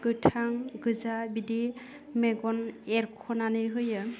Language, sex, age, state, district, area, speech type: Bodo, female, 30-45, Assam, Udalguri, urban, spontaneous